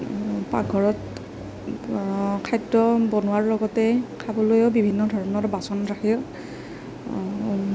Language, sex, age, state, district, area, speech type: Assamese, female, 18-30, Assam, Nagaon, rural, spontaneous